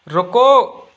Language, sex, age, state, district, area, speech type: Hindi, male, 18-30, Rajasthan, Karauli, rural, read